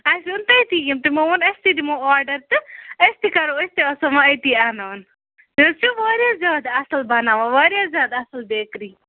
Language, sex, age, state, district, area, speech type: Kashmiri, female, 45-60, Jammu and Kashmir, Ganderbal, rural, conversation